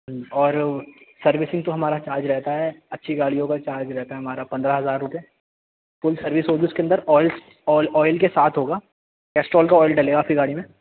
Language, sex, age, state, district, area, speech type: Urdu, male, 18-30, Delhi, East Delhi, rural, conversation